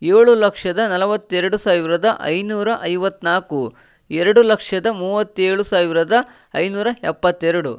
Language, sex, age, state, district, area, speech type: Kannada, male, 18-30, Karnataka, Chitradurga, rural, spontaneous